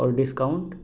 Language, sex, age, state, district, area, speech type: Urdu, male, 30-45, Delhi, South Delhi, urban, spontaneous